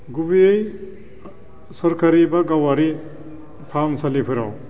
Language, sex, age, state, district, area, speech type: Bodo, male, 45-60, Assam, Baksa, urban, spontaneous